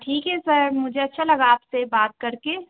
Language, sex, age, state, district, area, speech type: Hindi, female, 18-30, Madhya Pradesh, Gwalior, urban, conversation